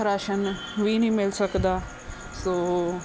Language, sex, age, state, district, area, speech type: Punjabi, female, 45-60, Punjab, Gurdaspur, urban, spontaneous